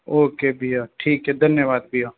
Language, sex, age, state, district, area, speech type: Hindi, male, 18-30, Rajasthan, Jaipur, urban, conversation